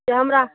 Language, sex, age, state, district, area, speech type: Maithili, female, 30-45, Bihar, Saharsa, rural, conversation